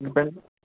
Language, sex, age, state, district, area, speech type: Kashmiri, male, 30-45, Jammu and Kashmir, Baramulla, rural, conversation